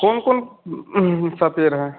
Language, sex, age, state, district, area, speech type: Hindi, male, 18-30, Bihar, Vaishali, urban, conversation